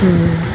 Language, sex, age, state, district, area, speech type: Sindhi, female, 45-60, Delhi, South Delhi, urban, spontaneous